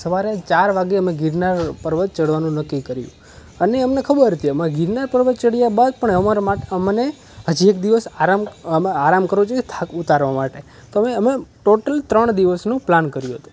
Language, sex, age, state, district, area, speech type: Gujarati, male, 18-30, Gujarat, Rajkot, urban, spontaneous